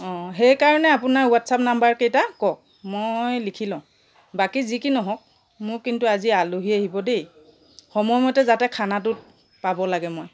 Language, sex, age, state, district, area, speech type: Assamese, female, 45-60, Assam, Charaideo, urban, spontaneous